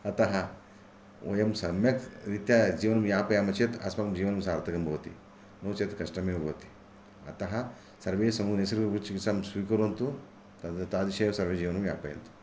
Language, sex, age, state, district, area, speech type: Sanskrit, male, 60+, Karnataka, Vijayapura, urban, spontaneous